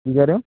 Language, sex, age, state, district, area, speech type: Punjabi, male, 18-30, Punjab, Hoshiarpur, urban, conversation